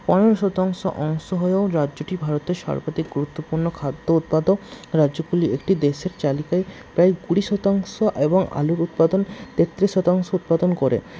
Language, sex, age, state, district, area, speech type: Bengali, male, 60+, West Bengal, Paschim Bardhaman, urban, spontaneous